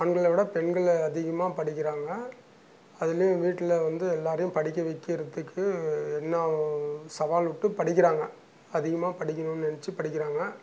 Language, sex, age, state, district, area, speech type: Tamil, male, 60+, Tamil Nadu, Dharmapuri, rural, spontaneous